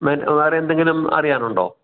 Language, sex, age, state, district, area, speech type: Malayalam, male, 60+, Kerala, Kottayam, rural, conversation